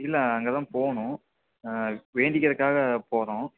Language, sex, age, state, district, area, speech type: Tamil, male, 18-30, Tamil Nadu, Tiruppur, rural, conversation